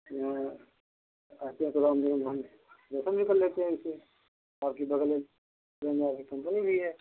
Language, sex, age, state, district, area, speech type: Hindi, male, 60+, Uttar Pradesh, Ayodhya, rural, conversation